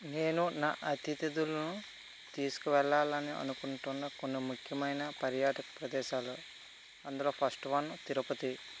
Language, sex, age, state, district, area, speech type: Telugu, male, 30-45, Andhra Pradesh, Vizianagaram, rural, spontaneous